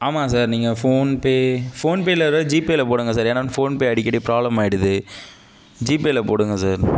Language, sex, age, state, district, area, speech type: Tamil, male, 18-30, Tamil Nadu, Mayiladuthurai, urban, spontaneous